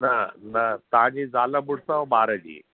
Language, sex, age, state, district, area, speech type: Sindhi, male, 45-60, Maharashtra, Thane, urban, conversation